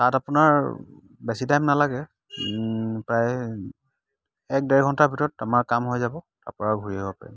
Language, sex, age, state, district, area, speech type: Assamese, male, 30-45, Assam, Dibrugarh, rural, spontaneous